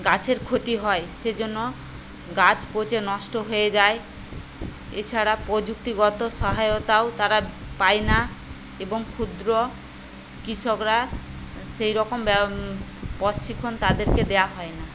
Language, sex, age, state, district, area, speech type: Bengali, female, 45-60, West Bengal, Paschim Medinipur, rural, spontaneous